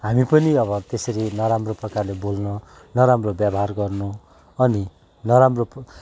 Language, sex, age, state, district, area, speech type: Nepali, male, 45-60, West Bengal, Kalimpong, rural, spontaneous